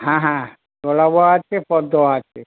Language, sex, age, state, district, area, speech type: Bengali, male, 60+, West Bengal, Hooghly, rural, conversation